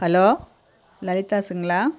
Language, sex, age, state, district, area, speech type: Tamil, female, 45-60, Tamil Nadu, Coimbatore, urban, spontaneous